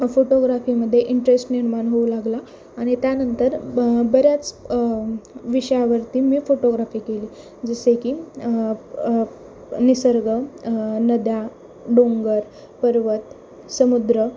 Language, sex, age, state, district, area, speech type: Marathi, female, 18-30, Maharashtra, Osmanabad, rural, spontaneous